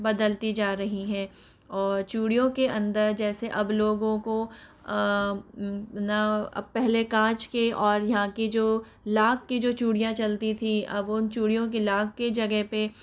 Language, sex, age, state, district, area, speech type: Hindi, male, 60+, Rajasthan, Jaipur, urban, spontaneous